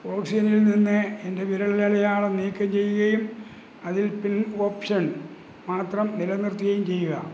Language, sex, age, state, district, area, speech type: Malayalam, male, 60+, Kerala, Kottayam, rural, read